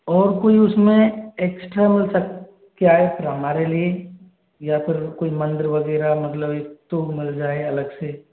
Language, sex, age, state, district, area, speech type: Hindi, male, 45-60, Rajasthan, Jaipur, urban, conversation